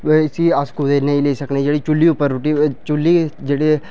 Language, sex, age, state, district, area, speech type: Dogri, male, 18-30, Jammu and Kashmir, Udhampur, rural, spontaneous